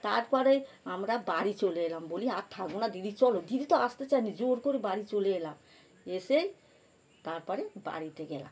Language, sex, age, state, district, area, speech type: Bengali, female, 60+, West Bengal, North 24 Parganas, urban, spontaneous